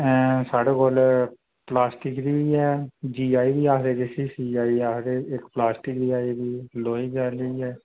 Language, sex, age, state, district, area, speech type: Dogri, male, 30-45, Jammu and Kashmir, Reasi, rural, conversation